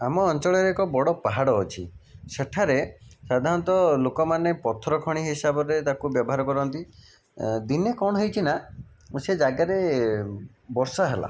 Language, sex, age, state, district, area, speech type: Odia, male, 45-60, Odisha, Jajpur, rural, spontaneous